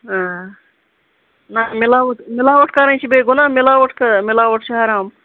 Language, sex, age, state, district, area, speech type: Kashmiri, female, 30-45, Jammu and Kashmir, Kupwara, urban, conversation